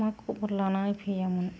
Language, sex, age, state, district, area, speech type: Bodo, female, 45-60, Assam, Kokrajhar, rural, spontaneous